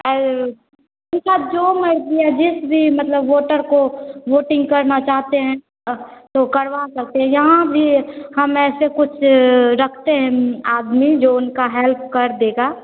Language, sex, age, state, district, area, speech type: Hindi, female, 18-30, Bihar, Begusarai, rural, conversation